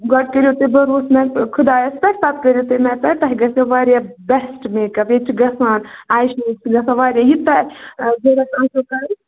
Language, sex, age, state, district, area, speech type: Kashmiri, female, 30-45, Jammu and Kashmir, Budgam, rural, conversation